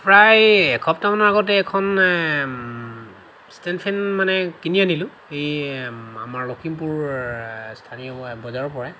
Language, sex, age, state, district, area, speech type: Assamese, male, 45-60, Assam, Lakhimpur, rural, spontaneous